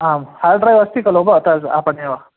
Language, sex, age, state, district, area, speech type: Sanskrit, male, 45-60, Karnataka, Bangalore Urban, urban, conversation